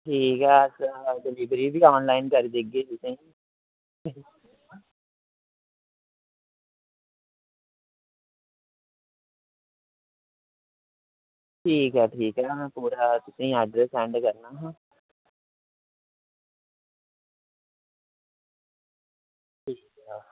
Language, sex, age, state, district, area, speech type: Dogri, male, 18-30, Jammu and Kashmir, Reasi, rural, conversation